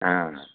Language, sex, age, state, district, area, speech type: Hindi, male, 60+, Uttar Pradesh, Bhadohi, rural, conversation